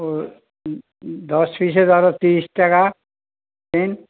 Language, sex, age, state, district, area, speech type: Bengali, male, 60+, West Bengal, Hooghly, rural, conversation